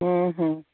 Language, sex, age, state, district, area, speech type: Odia, female, 60+, Odisha, Jharsuguda, rural, conversation